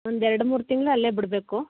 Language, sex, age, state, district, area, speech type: Kannada, female, 45-60, Karnataka, Mandya, rural, conversation